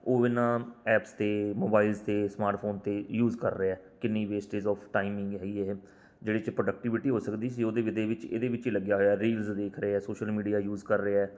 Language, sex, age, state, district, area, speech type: Punjabi, male, 45-60, Punjab, Patiala, urban, spontaneous